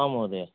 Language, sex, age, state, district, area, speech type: Sanskrit, male, 60+, Karnataka, Bangalore Urban, urban, conversation